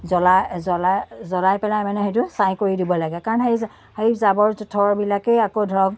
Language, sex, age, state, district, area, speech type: Assamese, female, 45-60, Assam, Biswanath, rural, spontaneous